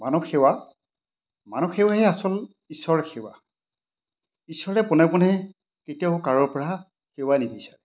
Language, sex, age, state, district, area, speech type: Assamese, male, 60+, Assam, Majuli, urban, spontaneous